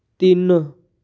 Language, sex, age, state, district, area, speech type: Punjabi, male, 18-30, Punjab, Patiala, urban, read